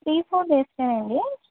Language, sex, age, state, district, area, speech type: Telugu, female, 45-60, Andhra Pradesh, East Godavari, urban, conversation